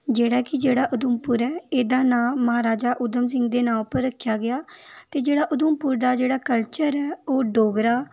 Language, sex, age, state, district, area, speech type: Dogri, female, 18-30, Jammu and Kashmir, Udhampur, rural, spontaneous